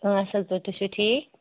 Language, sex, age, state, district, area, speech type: Kashmiri, female, 18-30, Jammu and Kashmir, Anantnag, rural, conversation